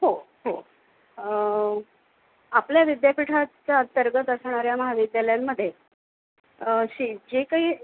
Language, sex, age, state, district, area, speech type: Marathi, female, 45-60, Maharashtra, Nanded, urban, conversation